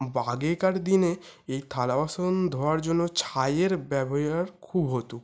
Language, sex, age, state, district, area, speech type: Bengali, male, 18-30, West Bengal, North 24 Parganas, urban, spontaneous